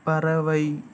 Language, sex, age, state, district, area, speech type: Tamil, female, 30-45, Tamil Nadu, Ariyalur, rural, read